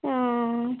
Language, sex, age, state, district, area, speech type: Bengali, female, 18-30, West Bengal, Cooch Behar, rural, conversation